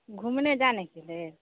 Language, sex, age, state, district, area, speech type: Hindi, female, 45-60, Bihar, Samastipur, rural, conversation